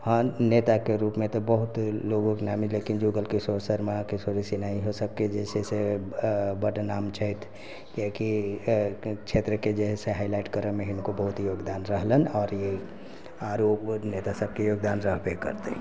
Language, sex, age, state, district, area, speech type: Maithili, male, 60+, Bihar, Sitamarhi, rural, spontaneous